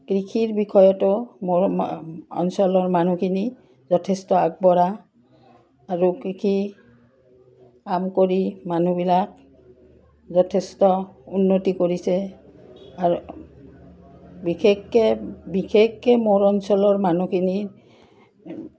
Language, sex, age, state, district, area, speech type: Assamese, female, 45-60, Assam, Udalguri, rural, spontaneous